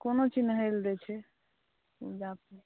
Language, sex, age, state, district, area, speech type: Maithili, female, 45-60, Bihar, Saharsa, rural, conversation